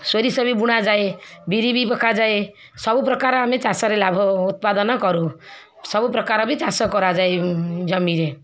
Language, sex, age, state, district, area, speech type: Odia, female, 60+, Odisha, Kendrapara, urban, spontaneous